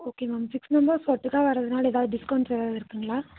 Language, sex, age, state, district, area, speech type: Tamil, female, 18-30, Tamil Nadu, Nilgiris, urban, conversation